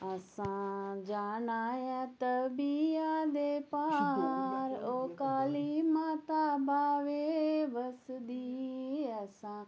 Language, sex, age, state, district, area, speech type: Dogri, female, 45-60, Jammu and Kashmir, Samba, urban, spontaneous